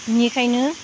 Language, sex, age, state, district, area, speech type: Bodo, female, 45-60, Assam, Udalguri, rural, spontaneous